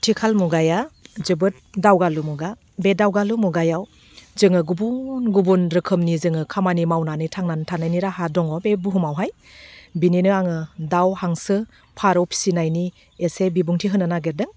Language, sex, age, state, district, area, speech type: Bodo, female, 30-45, Assam, Udalguri, urban, spontaneous